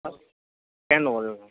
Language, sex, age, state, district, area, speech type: Odia, male, 45-60, Odisha, Nuapada, urban, conversation